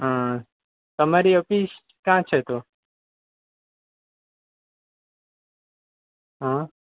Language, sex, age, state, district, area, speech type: Gujarati, male, 18-30, Gujarat, Surat, urban, conversation